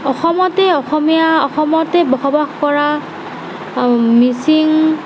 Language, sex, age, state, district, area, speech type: Assamese, female, 45-60, Assam, Nagaon, rural, spontaneous